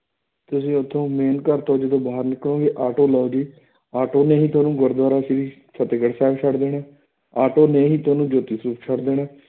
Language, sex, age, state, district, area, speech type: Punjabi, male, 30-45, Punjab, Fatehgarh Sahib, rural, conversation